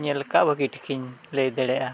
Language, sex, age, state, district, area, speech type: Santali, male, 45-60, Odisha, Mayurbhanj, rural, spontaneous